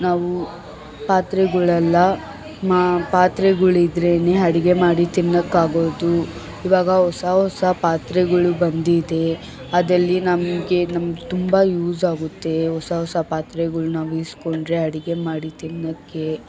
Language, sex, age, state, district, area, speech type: Kannada, female, 18-30, Karnataka, Bangalore Urban, urban, spontaneous